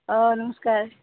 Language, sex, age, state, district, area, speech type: Assamese, female, 30-45, Assam, Nalbari, rural, conversation